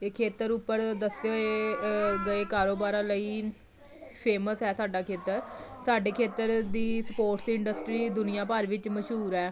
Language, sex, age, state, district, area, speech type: Punjabi, female, 30-45, Punjab, Jalandhar, urban, spontaneous